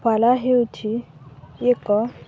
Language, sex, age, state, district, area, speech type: Odia, female, 18-30, Odisha, Balangir, urban, spontaneous